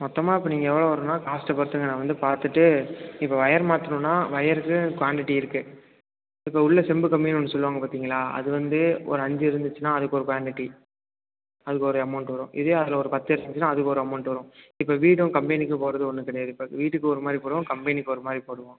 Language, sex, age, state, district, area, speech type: Tamil, male, 18-30, Tamil Nadu, Tiruppur, rural, conversation